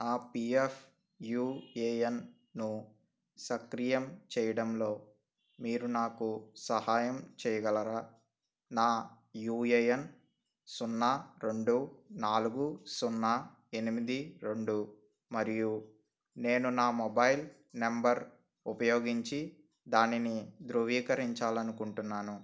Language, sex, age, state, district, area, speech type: Telugu, male, 18-30, Andhra Pradesh, N T Rama Rao, urban, read